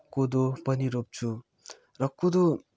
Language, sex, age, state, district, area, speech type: Nepali, male, 18-30, West Bengal, Kalimpong, rural, spontaneous